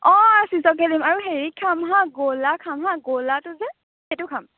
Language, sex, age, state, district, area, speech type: Assamese, female, 18-30, Assam, Morigaon, rural, conversation